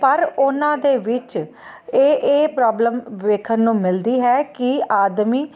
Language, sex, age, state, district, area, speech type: Punjabi, female, 45-60, Punjab, Ludhiana, urban, spontaneous